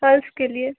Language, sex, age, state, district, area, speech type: Hindi, female, 18-30, Madhya Pradesh, Narsinghpur, rural, conversation